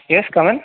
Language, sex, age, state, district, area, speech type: Tamil, male, 30-45, Tamil Nadu, Ariyalur, rural, conversation